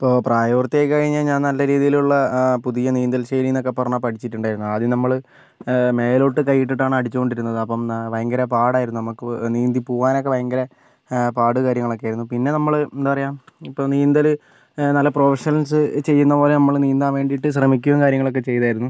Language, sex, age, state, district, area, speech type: Malayalam, male, 18-30, Kerala, Kozhikode, rural, spontaneous